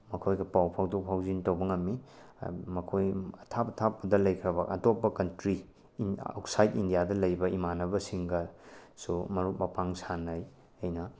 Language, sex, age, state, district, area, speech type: Manipuri, male, 18-30, Manipur, Tengnoupal, rural, spontaneous